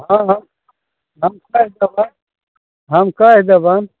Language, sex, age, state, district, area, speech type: Maithili, male, 60+, Bihar, Begusarai, urban, conversation